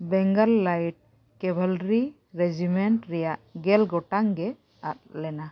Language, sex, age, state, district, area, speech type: Santali, female, 45-60, Jharkhand, Bokaro, rural, read